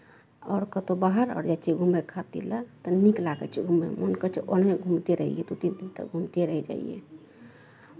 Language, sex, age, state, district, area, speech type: Maithili, female, 30-45, Bihar, Araria, rural, spontaneous